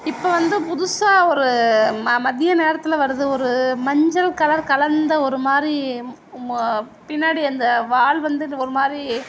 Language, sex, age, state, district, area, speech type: Tamil, female, 60+, Tamil Nadu, Mayiladuthurai, urban, spontaneous